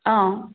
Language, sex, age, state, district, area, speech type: Assamese, female, 30-45, Assam, Sivasagar, rural, conversation